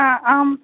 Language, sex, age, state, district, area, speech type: Sanskrit, female, 18-30, Kerala, Thrissur, urban, conversation